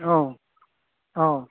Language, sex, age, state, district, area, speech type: Bodo, male, 45-60, Assam, Udalguri, rural, conversation